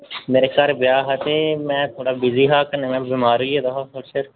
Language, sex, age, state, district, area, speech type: Dogri, male, 18-30, Jammu and Kashmir, Samba, rural, conversation